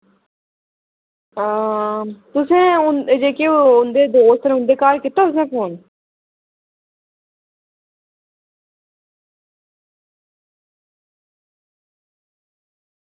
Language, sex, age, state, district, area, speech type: Dogri, female, 30-45, Jammu and Kashmir, Udhampur, urban, conversation